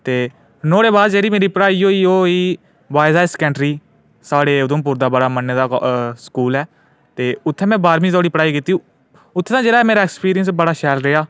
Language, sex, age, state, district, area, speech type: Dogri, male, 18-30, Jammu and Kashmir, Udhampur, urban, spontaneous